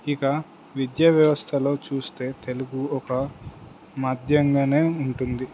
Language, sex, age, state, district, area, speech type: Telugu, male, 18-30, Telangana, Suryapet, urban, spontaneous